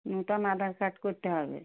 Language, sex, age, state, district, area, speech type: Bengali, female, 45-60, West Bengal, Dakshin Dinajpur, urban, conversation